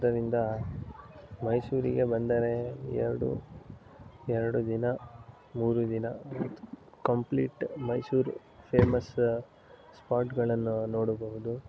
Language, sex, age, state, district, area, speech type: Kannada, male, 18-30, Karnataka, Mysore, urban, spontaneous